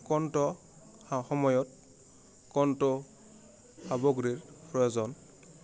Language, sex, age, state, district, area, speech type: Assamese, male, 18-30, Assam, Goalpara, urban, spontaneous